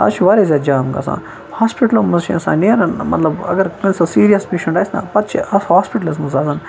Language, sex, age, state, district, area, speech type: Kashmiri, male, 30-45, Jammu and Kashmir, Baramulla, rural, spontaneous